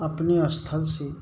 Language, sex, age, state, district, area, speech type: Hindi, male, 60+, Uttar Pradesh, Jaunpur, rural, spontaneous